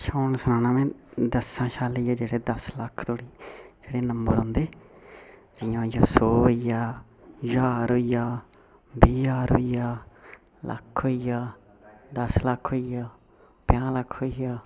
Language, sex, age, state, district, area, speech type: Dogri, male, 18-30, Jammu and Kashmir, Udhampur, rural, spontaneous